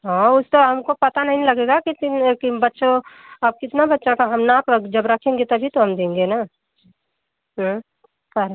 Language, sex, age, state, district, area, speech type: Hindi, female, 45-60, Uttar Pradesh, Mau, rural, conversation